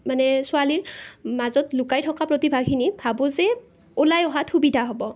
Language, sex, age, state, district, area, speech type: Assamese, female, 18-30, Assam, Nalbari, rural, spontaneous